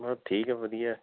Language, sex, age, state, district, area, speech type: Punjabi, male, 45-60, Punjab, Tarn Taran, urban, conversation